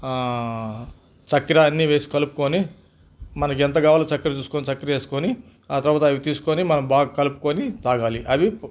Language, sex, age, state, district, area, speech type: Telugu, male, 60+, Andhra Pradesh, Nellore, urban, spontaneous